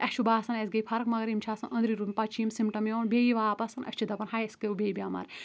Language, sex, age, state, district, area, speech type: Kashmiri, female, 18-30, Jammu and Kashmir, Kulgam, rural, spontaneous